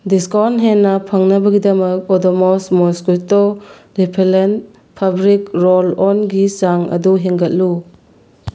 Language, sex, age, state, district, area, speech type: Manipuri, female, 30-45, Manipur, Bishnupur, rural, read